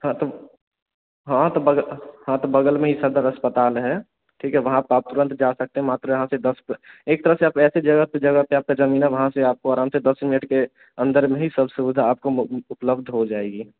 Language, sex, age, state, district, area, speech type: Hindi, male, 18-30, Bihar, Samastipur, urban, conversation